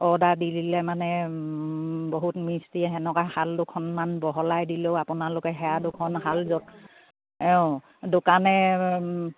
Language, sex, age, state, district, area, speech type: Assamese, female, 60+, Assam, Dibrugarh, rural, conversation